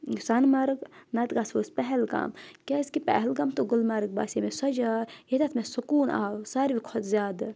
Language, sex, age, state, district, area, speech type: Kashmiri, female, 18-30, Jammu and Kashmir, Budgam, rural, spontaneous